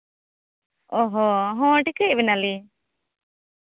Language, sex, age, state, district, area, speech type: Santali, female, 18-30, Jharkhand, Seraikela Kharsawan, rural, conversation